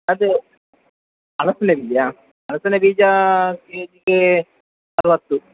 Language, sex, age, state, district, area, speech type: Kannada, male, 30-45, Karnataka, Dakshina Kannada, rural, conversation